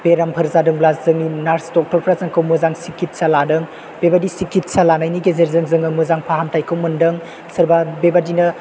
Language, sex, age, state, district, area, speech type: Bodo, male, 18-30, Assam, Chirang, urban, spontaneous